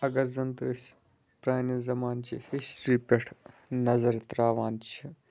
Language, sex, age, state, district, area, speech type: Kashmiri, male, 18-30, Jammu and Kashmir, Budgam, rural, spontaneous